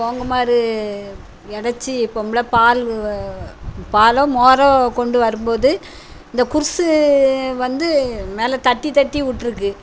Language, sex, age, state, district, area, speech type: Tamil, female, 60+, Tamil Nadu, Thoothukudi, rural, spontaneous